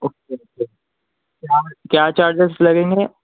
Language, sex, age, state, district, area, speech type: Urdu, male, 18-30, Telangana, Hyderabad, urban, conversation